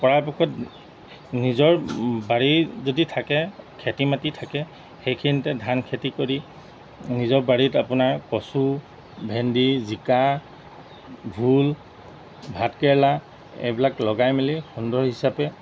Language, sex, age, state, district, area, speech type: Assamese, male, 45-60, Assam, Golaghat, rural, spontaneous